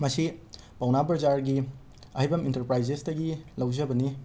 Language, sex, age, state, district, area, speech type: Manipuri, male, 18-30, Manipur, Imphal West, rural, spontaneous